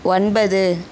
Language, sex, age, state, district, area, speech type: Tamil, female, 18-30, Tamil Nadu, Tirunelveli, rural, read